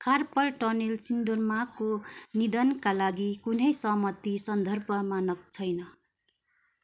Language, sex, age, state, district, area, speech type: Nepali, female, 30-45, West Bengal, Kalimpong, rural, read